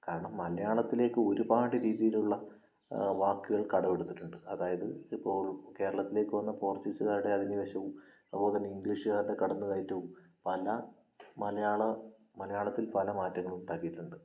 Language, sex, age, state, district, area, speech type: Malayalam, male, 18-30, Kerala, Wayanad, rural, spontaneous